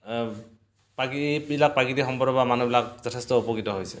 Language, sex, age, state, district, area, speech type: Assamese, male, 45-60, Assam, Dhemaji, rural, spontaneous